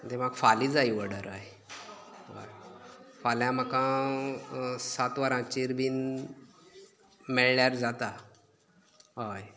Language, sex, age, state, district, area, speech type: Goan Konkani, male, 30-45, Goa, Canacona, rural, spontaneous